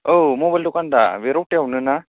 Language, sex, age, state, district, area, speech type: Bodo, male, 18-30, Assam, Udalguri, rural, conversation